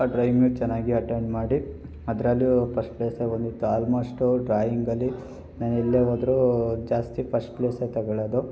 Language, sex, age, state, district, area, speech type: Kannada, male, 18-30, Karnataka, Hassan, rural, spontaneous